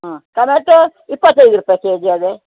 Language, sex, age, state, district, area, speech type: Kannada, female, 60+, Karnataka, Uttara Kannada, rural, conversation